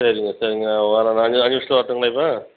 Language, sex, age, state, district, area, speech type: Tamil, male, 30-45, Tamil Nadu, Ariyalur, rural, conversation